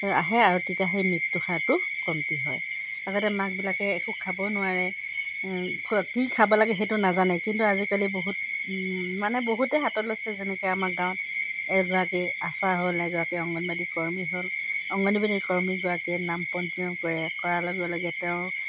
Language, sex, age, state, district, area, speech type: Assamese, female, 60+, Assam, Golaghat, urban, spontaneous